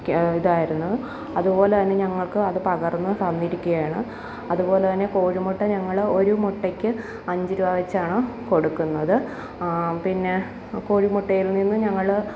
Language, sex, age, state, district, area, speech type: Malayalam, female, 30-45, Kerala, Kottayam, rural, spontaneous